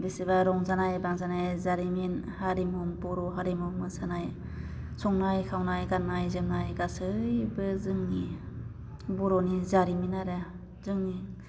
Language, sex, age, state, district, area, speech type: Bodo, female, 30-45, Assam, Baksa, rural, spontaneous